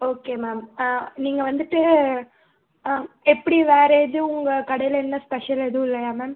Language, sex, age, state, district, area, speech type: Tamil, male, 45-60, Tamil Nadu, Ariyalur, rural, conversation